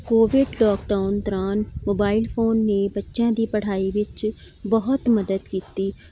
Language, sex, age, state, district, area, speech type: Punjabi, female, 45-60, Punjab, Jalandhar, urban, spontaneous